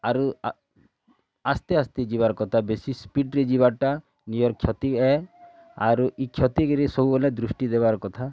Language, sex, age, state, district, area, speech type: Odia, male, 30-45, Odisha, Bargarh, rural, spontaneous